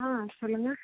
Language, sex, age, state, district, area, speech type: Tamil, female, 30-45, Tamil Nadu, Mayiladuthurai, rural, conversation